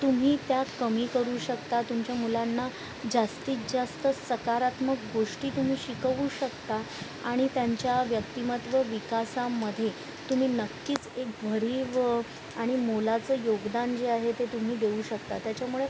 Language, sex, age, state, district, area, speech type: Marathi, female, 45-60, Maharashtra, Thane, urban, spontaneous